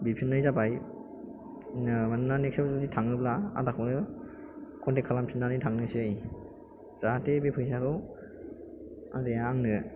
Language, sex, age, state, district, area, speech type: Bodo, male, 18-30, Assam, Chirang, urban, spontaneous